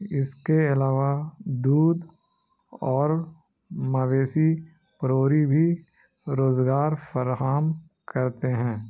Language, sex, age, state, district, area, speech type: Urdu, male, 30-45, Bihar, Gaya, urban, spontaneous